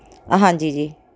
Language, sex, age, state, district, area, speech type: Punjabi, female, 30-45, Punjab, Tarn Taran, urban, spontaneous